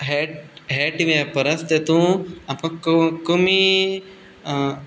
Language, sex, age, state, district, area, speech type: Goan Konkani, male, 18-30, Goa, Quepem, rural, spontaneous